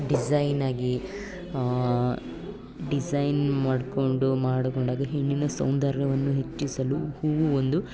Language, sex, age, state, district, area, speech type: Kannada, female, 18-30, Karnataka, Chamarajanagar, rural, spontaneous